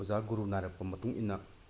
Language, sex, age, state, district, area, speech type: Manipuri, male, 30-45, Manipur, Bishnupur, rural, spontaneous